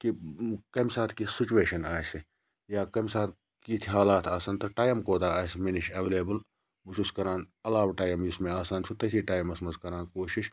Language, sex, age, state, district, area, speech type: Kashmiri, male, 18-30, Jammu and Kashmir, Baramulla, rural, spontaneous